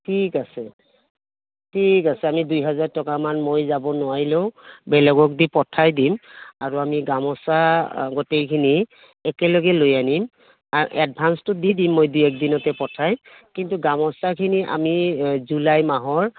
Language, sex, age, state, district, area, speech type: Assamese, female, 45-60, Assam, Goalpara, urban, conversation